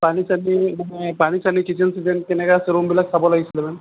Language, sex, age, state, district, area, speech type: Assamese, male, 18-30, Assam, Sonitpur, rural, conversation